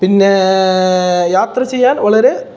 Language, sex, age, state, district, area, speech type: Malayalam, male, 18-30, Kerala, Kasaragod, rural, spontaneous